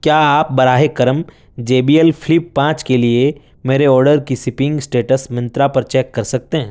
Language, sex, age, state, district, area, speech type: Urdu, male, 18-30, Delhi, North East Delhi, urban, read